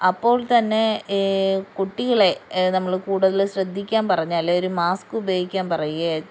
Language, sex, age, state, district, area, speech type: Malayalam, female, 30-45, Kerala, Kollam, rural, spontaneous